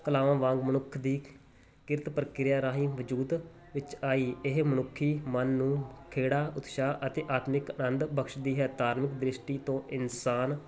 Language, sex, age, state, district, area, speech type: Punjabi, male, 30-45, Punjab, Muktsar, rural, spontaneous